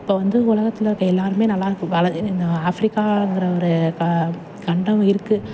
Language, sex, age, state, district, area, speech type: Tamil, female, 30-45, Tamil Nadu, Thanjavur, urban, spontaneous